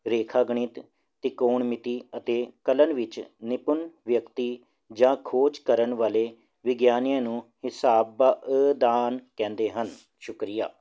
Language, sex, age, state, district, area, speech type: Punjabi, male, 30-45, Punjab, Jalandhar, urban, spontaneous